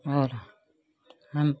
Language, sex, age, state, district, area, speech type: Hindi, female, 60+, Uttar Pradesh, Lucknow, urban, spontaneous